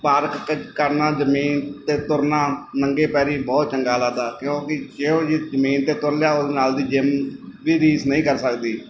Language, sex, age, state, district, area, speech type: Punjabi, male, 45-60, Punjab, Mansa, urban, spontaneous